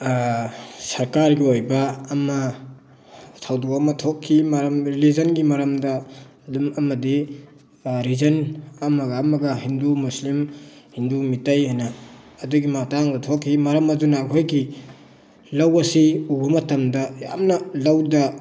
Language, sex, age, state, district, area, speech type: Manipuri, male, 30-45, Manipur, Thoubal, rural, spontaneous